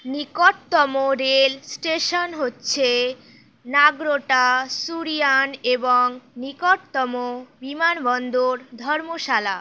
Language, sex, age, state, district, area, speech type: Bengali, female, 18-30, West Bengal, Howrah, urban, read